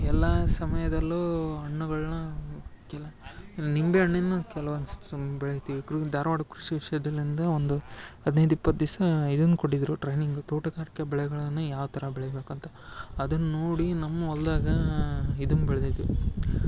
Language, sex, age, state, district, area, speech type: Kannada, male, 18-30, Karnataka, Dharwad, rural, spontaneous